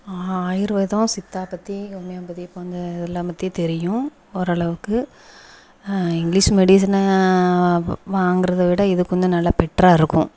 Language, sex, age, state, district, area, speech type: Tamil, female, 30-45, Tamil Nadu, Thoothukudi, rural, spontaneous